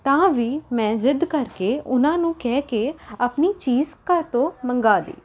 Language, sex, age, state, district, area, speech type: Punjabi, female, 18-30, Punjab, Rupnagar, urban, spontaneous